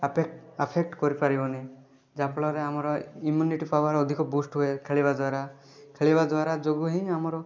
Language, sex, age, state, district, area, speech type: Odia, male, 18-30, Odisha, Rayagada, urban, spontaneous